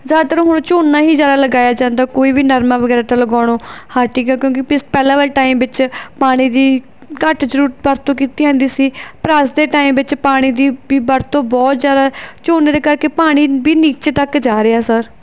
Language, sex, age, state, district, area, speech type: Punjabi, female, 18-30, Punjab, Barnala, urban, spontaneous